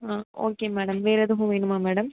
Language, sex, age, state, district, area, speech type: Tamil, female, 30-45, Tamil Nadu, Pudukkottai, rural, conversation